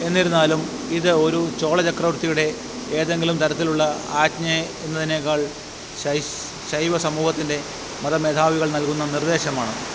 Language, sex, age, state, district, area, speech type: Malayalam, male, 45-60, Kerala, Alappuzha, urban, read